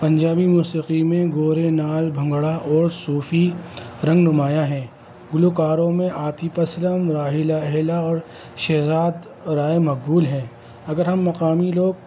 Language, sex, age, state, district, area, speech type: Urdu, male, 30-45, Delhi, North East Delhi, urban, spontaneous